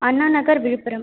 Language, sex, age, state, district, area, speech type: Tamil, female, 18-30, Tamil Nadu, Viluppuram, urban, conversation